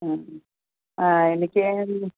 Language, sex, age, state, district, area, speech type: Malayalam, female, 45-60, Kerala, Kottayam, rural, conversation